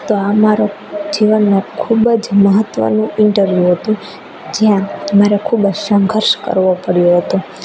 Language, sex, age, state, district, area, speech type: Gujarati, female, 18-30, Gujarat, Rajkot, rural, spontaneous